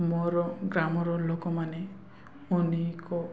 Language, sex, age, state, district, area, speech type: Odia, male, 18-30, Odisha, Nabarangpur, urban, spontaneous